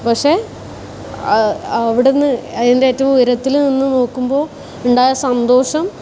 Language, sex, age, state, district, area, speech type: Malayalam, female, 18-30, Kerala, Kasaragod, urban, spontaneous